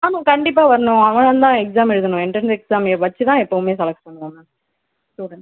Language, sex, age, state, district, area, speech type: Tamil, female, 30-45, Tamil Nadu, Cuddalore, rural, conversation